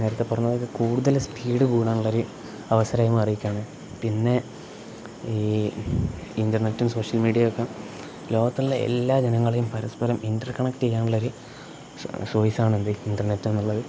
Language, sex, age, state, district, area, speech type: Malayalam, male, 18-30, Kerala, Kozhikode, rural, spontaneous